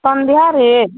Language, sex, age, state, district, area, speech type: Odia, female, 18-30, Odisha, Balangir, urban, conversation